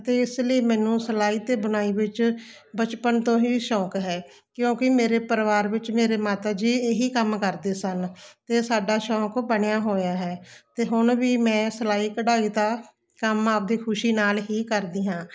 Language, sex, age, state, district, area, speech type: Punjabi, female, 60+, Punjab, Barnala, rural, spontaneous